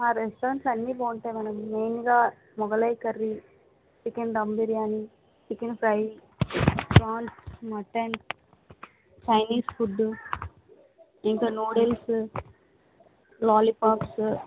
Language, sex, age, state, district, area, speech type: Telugu, female, 45-60, Andhra Pradesh, Vizianagaram, rural, conversation